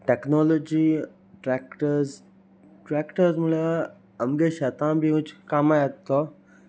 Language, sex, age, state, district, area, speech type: Goan Konkani, male, 18-30, Goa, Salcete, rural, spontaneous